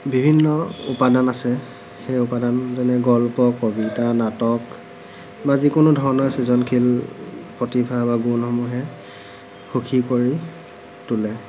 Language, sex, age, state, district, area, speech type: Assamese, male, 18-30, Assam, Lakhimpur, rural, spontaneous